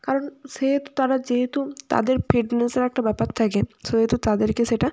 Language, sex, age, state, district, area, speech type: Bengali, female, 18-30, West Bengal, Jalpaiguri, rural, spontaneous